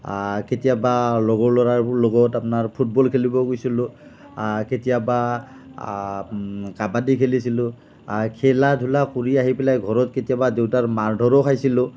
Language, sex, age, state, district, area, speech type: Assamese, male, 45-60, Assam, Nalbari, rural, spontaneous